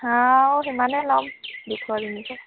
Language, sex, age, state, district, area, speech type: Assamese, female, 18-30, Assam, Sivasagar, rural, conversation